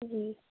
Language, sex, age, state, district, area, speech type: Urdu, female, 18-30, Uttar Pradesh, Ghaziabad, urban, conversation